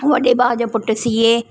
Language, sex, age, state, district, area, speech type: Sindhi, female, 45-60, Maharashtra, Thane, urban, spontaneous